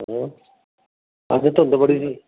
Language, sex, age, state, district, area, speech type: Punjabi, male, 45-60, Punjab, Fatehgarh Sahib, rural, conversation